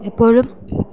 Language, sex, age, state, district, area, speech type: Malayalam, female, 18-30, Kerala, Idukki, rural, spontaneous